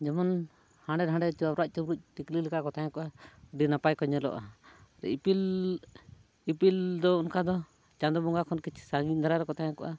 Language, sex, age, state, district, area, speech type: Santali, male, 45-60, Odisha, Mayurbhanj, rural, spontaneous